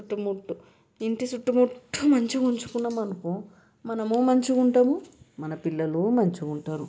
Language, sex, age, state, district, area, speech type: Telugu, female, 30-45, Telangana, Medchal, urban, spontaneous